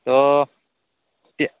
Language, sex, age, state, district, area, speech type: Assamese, male, 30-45, Assam, Udalguri, rural, conversation